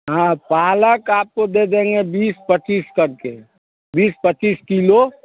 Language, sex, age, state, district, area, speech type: Hindi, male, 60+, Bihar, Darbhanga, urban, conversation